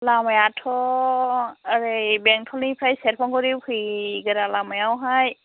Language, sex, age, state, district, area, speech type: Bodo, female, 60+, Assam, Chirang, rural, conversation